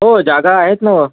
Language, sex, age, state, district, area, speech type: Marathi, male, 45-60, Maharashtra, Nagpur, urban, conversation